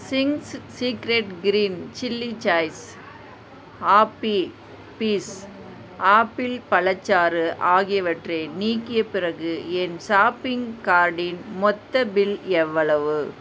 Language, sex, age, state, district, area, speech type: Tamil, female, 60+, Tamil Nadu, Dharmapuri, urban, read